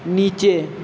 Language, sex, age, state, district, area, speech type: Bengali, male, 18-30, West Bengal, Paschim Medinipur, rural, read